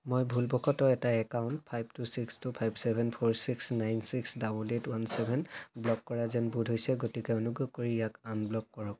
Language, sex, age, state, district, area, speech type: Assamese, male, 18-30, Assam, Charaideo, urban, read